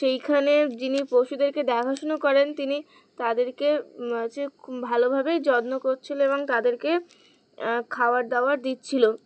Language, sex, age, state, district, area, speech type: Bengali, female, 18-30, West Bengal, Uttar Dinajpur, urban, spontaneous